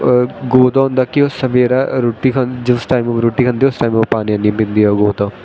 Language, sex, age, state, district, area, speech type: Dogri, male, 18-30, Jammu and Kashmir, Jammu, rural, spontaneous